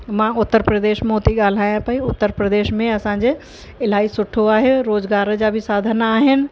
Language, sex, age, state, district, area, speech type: Sindhi, female, 45-60, Uttar Pradesh, Lucknow, urban, spontaneous